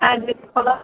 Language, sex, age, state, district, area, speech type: Maithili, female, 60+, Bihar, Samastipur, urban, conversation